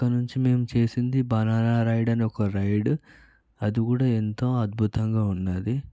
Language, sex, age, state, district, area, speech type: Telugu, male, 30-45, Telangana, Vikarabad, urban, spontaneous